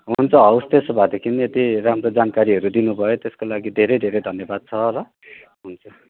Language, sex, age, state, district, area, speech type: Nepali, male, 30-45, West Bengal, Darjeeling, rural, conversation